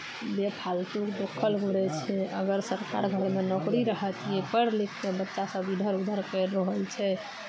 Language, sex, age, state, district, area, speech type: Maithili, female, 30-45, Bihar, Araria, rural, spontaneous